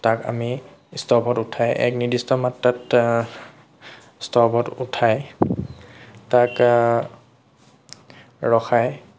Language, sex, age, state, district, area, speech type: Assamese, male, 18-30, Assam, Lakhimpur, rural, spontaneous